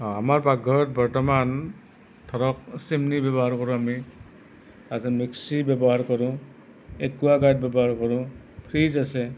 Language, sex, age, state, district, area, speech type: Assamese, male, 45-60, Assam, Nalbari, rural, spontaneous